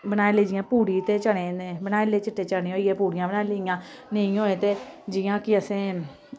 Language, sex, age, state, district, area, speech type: Dogri, female, 30-45, Jammu and Kashmir, Samba, urban, spontaneous